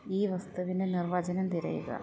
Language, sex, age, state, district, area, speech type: Malayalam, female, 30-45, Kerala, Idukki, rural, read